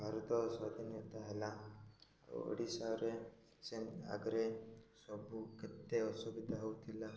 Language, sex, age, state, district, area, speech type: Odia, male, 18-30, Odisha, Koraput, urban, spontaneous